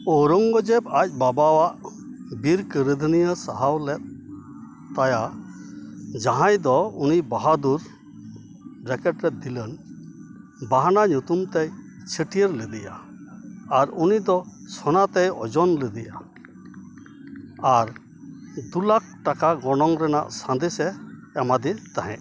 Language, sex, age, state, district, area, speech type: Santali, male, 60+, West Bengal, Dakshin Dinajpur, rural, read